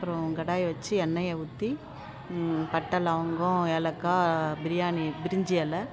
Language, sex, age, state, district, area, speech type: Tamil, female, 30-45, Tamil Nadu, Tiruvannamalai, rural, spontaneous